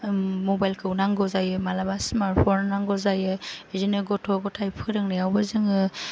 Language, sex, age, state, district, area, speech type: Bodo, female, 30-45, Assam, Chirang, urban, spontaneous